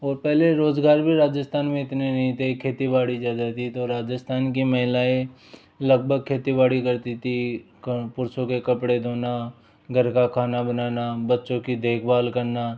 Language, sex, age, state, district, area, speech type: Hindi, male, 18-30, Rajasthan, Jaipur, urban, spontaneous